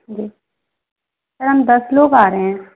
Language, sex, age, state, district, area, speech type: Hindi, female, 18-30, Madhya Pradesh, Gwalior, rural, conversation